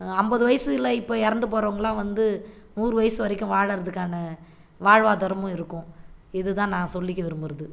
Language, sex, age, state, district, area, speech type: Tamil, female, 45-60, Tamil Nadu, Viluppuram, rural, spontaneous